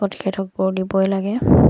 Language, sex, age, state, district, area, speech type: Assamese, female, 45-60, Assam, Dibrugarh, rural, spontaneous